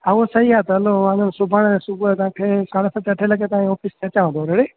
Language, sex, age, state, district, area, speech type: Sindhi, male, 30-45, Gujarat, Junagadh, urban, conversation